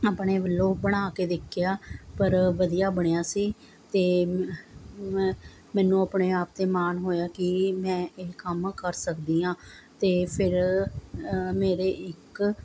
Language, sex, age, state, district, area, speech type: Punjabi, female, 45-60, Punjab, Mohali, urban, spontaneous